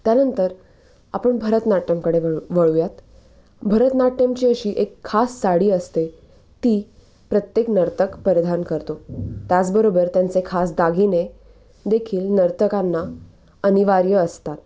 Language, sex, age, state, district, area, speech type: Marathi, female, 18-30, Maharashtra, Nashik, urban, spontaneous